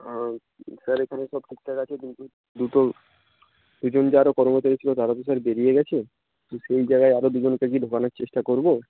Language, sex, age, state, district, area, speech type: Bengali, male, 18-30, West Bengal, North 24 Parganas, rural, conversation